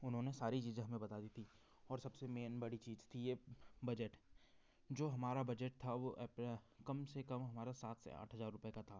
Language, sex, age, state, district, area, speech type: Hindi, male, 30-45, Madhya Pradesh, Betul, rural, spontaneous